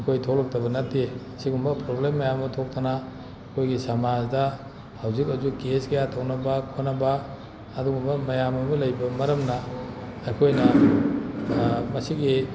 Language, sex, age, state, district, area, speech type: Manipuri, male, 60+, Manipur, Thoubal, rural, spontaneous